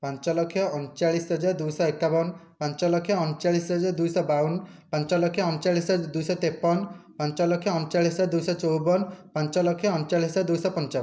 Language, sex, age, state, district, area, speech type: Odia, male, 18-30, Odisha, Dhenkanal, rural, spontaneous